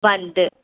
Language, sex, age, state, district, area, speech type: Sindhi, female, 30-45, Maharashtra, Thane, urban, conversation